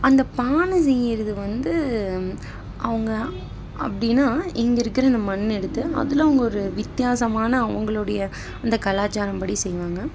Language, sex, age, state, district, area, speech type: Tamil, female, 18-30, Tamil Nadu, Nilgiris, rural, spontaneous